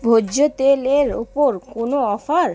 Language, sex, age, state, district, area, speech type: Bengali, female, 18-30, West Bengal, Kolkata, urban, read